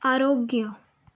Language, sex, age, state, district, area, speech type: Marathi, female, 18-30, Maharashtra, Raigad, rural, read